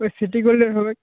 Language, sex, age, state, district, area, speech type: Bengali, male, 45-60, West Bengal, Uttar Dinajpur, urban, conversation